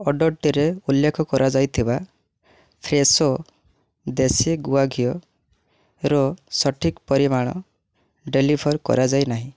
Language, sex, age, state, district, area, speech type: Odia, male, 18-30, Odisha, Mayurbhanj, rural, read